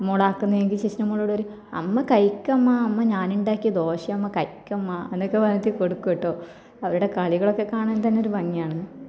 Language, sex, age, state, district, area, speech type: Malayalam, female, 18-30, Kerala, Kasaragod, rural, spontaneous